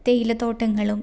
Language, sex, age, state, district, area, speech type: Malayalam, female, 18-30, Kerala, Kannur, rural, spontaneous